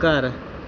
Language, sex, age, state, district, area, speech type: Punjabi, male, 30-45, Punjab, Bathinda, rural, read